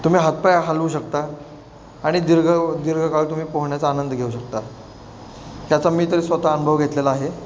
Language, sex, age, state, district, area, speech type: Marathi, male, 30-45, Maharashtra, Satara, urban, spontaneous